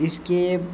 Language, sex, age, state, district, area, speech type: Urdu, male, 18-30, Delhi, East Delhi, urban, spontaneous